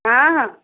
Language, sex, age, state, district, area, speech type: Odia, female, 45-60, Odisha, Ganjam, urban, conversation